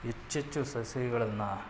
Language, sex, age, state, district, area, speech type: Kannada, male, 45-60, Karnataka, Bangalore Urban, rural, spontaneous